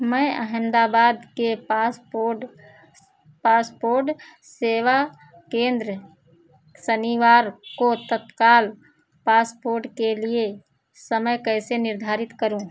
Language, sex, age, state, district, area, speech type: Hindi, female, 45-60, Uttar Pradesh, Ayodhya, rural, read